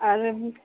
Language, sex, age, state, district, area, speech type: Urdu, female, 18-30, Bihar, Saharsa, rural, conversation